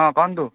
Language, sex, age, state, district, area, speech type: Odia, male, 18-30, Odisha, Balangir, urban, conversation